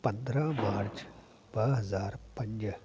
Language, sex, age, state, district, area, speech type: Sindhi, male, 45-60, Delhi, South Delhi, urban, spontaneous